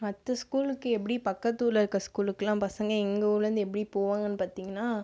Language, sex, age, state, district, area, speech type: Tamil, female, 30-45, Tamil Nadu, Viluppuram, rural, spontaneous